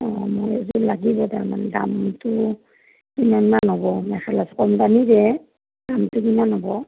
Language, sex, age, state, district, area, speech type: Assamese, female, 60+, Assam, Morigaon, rural, conversation